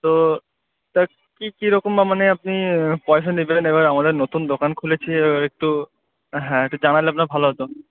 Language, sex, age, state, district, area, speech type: Bengali, male, 18-30, West Bengal, Murshidabad, urban, conversation